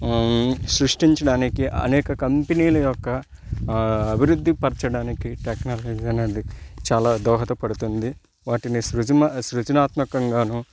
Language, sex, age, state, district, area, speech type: Telugu, male, 30-45, Andhra Pradesh, Nellore, urban, spontaneous